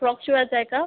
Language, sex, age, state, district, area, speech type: Marathi, female, 18-30, Maharashtra, Yavatmal, rural, conversation